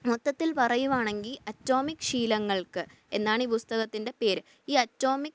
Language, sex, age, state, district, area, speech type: Malayalam, female, 18-30, Kerala, Thiruvananthapuram, urban, spontaneous